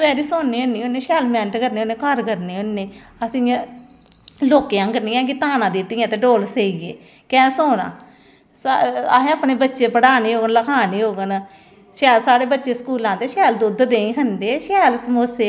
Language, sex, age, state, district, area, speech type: Dogri, female, 45-60, Jammu and Kashmir, Samba, rural, spontaneous